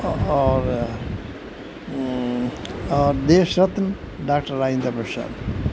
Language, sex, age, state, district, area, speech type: Urdu, male, 60+, Delhi, South Delhi, urban, spontaneous